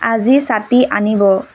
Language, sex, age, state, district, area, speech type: Assamese, female, 18-30, Assam, Tinsukia, urban, read